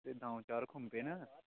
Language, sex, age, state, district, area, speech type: Dogri, male, 18-30, Jammu and Kashmir, Udhampur, urban, conversation